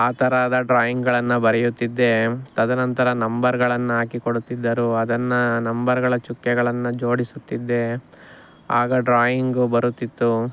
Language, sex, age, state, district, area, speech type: Kannada, male, 45-60, Karnataka, Bangalore Rural, rural, spontaneous